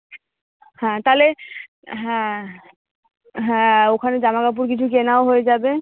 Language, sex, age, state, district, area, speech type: Bengali, female, 30-45, West Bengal, Kolkata, urban, conversation